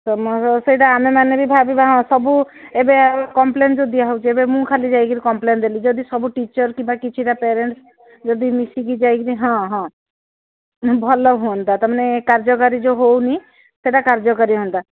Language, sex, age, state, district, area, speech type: Odia, female, 60+, Odisha, Gajapati, rural, conversation